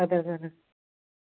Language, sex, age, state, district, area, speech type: Kashmiri, female, 18-30, Jammu and Kashmir, Budgam, rural, conversation